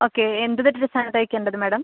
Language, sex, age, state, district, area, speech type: Malayalam, female, 30-45, Kerala, Thrissur, rural, conversation